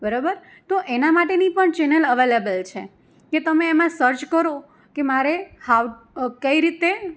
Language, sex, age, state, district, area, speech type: Gujarati, female, 30-45, Gujarat, Rajkot, rural, spontaneous